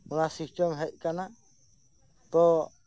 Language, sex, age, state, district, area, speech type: Santali, male, 45-60, West Bengal, Birbhum, rural, spontaneous